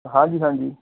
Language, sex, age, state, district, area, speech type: Punjabi, male, 45-60, Punjab, Barnala, rural, conversation